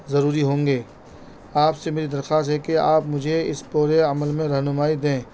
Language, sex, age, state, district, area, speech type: Urdu, male, 30-45, Delhi, North East Delhi, urban, spontaneous